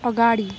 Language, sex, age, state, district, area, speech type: Nepali, female, 30-45, West Bengal, Darjeeling, rural, read